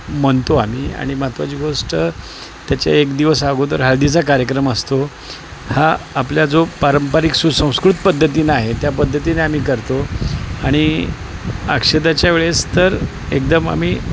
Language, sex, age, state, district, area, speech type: Marathi, male, 45-60, Maharashtra, Osmanabad, rural, spontaneous